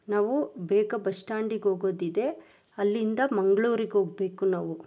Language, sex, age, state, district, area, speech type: Kannada, female, 30-45, Karnataka, Chikkaballapur, rural, spontaneous